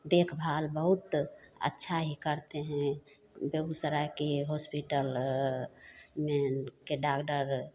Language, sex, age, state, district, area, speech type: Hindi, female, 60+, Bihar, Begusarai, urban, spontaneous